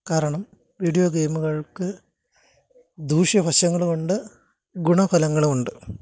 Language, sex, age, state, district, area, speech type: Malayalam, male, 30-45, Kerala, Kottayam, urban, spontaneous